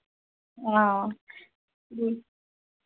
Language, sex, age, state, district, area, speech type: Telugu, female, 45-60, Andhra Pradesh, Konaseema, rural, conversation